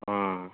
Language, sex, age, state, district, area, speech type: Tamil, male, 18-30, Tamil Nadu, Salem, rural, conversation